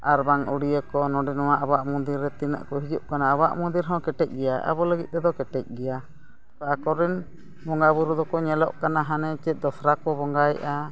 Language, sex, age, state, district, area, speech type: Santali, female, 60+, Odisha, Mayurbhanj, rural, spontaneous